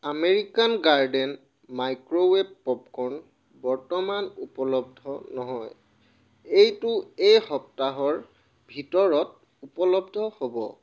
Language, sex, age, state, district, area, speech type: Assamese, male, 18-30, Assam, Tinsukia, rural, read